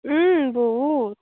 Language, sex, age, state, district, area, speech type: Assamese, female, 18-30, Assam, Barpeta, rural, conversation